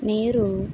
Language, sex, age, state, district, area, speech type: Telugu, female, 30-45, Andhra Pradesh, N T Rama Rao, urban, spontaneous